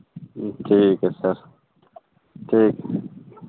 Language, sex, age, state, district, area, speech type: Hindi, male, 30-45, Bihar, Madhepura, rural, conversation